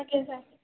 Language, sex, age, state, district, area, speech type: Odia, female, 18-30, Odisha, Balasore, rural, conversation